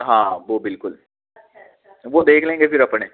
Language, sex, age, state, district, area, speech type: Hindi, male, 60+, Rajasthan, Jaipur, urban, conversation